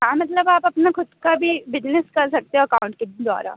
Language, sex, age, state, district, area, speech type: Hindi, female, 18-30, Madhya Pradesh, Seoni, urban, conversation